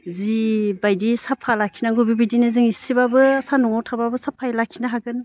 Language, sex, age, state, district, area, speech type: Bodo, female, 45-60, Assam, Baksa, rural, spontaneous